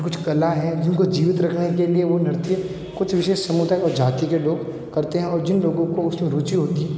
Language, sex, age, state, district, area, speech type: Hindi, male, 45-60, Rajasthan, Jodhpur, urban, spontaneous